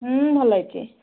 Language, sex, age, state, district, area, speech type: Odia, female, 30-45, Odisha, Kandhamal, rural, conversation